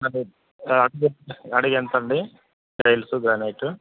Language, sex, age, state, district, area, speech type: Telugu, male, 30-45, Andhra Pradesh, Anantapur, rural, conversation